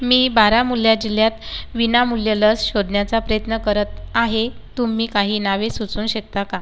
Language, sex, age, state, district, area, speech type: Marathi, female, 18-30, Maharashtra, Buldhana, rural, read